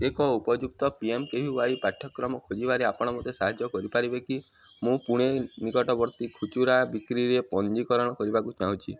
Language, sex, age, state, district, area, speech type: Odia, male, 18-30, Odisha, Nuapada, urban, read